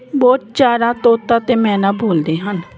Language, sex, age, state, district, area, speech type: Punjabi, female, 30-45, Punjab, Jalandhar, urban, spontaneous